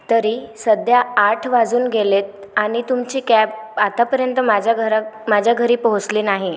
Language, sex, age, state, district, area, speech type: Marathi, female, 18-30, Maharashtra, Washim, rural, spontaneous